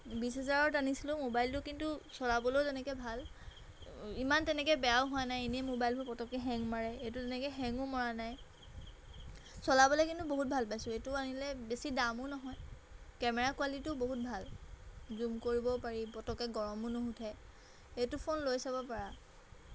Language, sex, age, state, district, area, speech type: Assamese, female, 18-30, Assam, Golaghat, urban, spontaneous